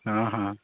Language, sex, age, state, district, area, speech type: Odia, male, 18-30, Odisha, Nuapada, urban, conversation